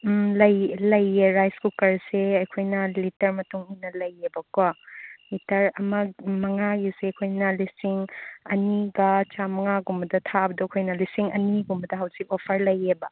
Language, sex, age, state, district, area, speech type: Manipuri, female, 30-45, Manipur, Chandel, rural, conversation